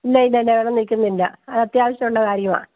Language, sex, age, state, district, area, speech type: Malayalam, female, 60+, Kerala, Kollam, rural, conversation